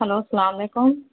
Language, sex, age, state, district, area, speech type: Urdu, female, 45-60, Bihar, Gaya, urban, conversation